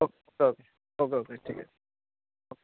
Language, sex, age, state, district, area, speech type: Bengali, male, 30-45, West Bengal, Howrah, urban, conversation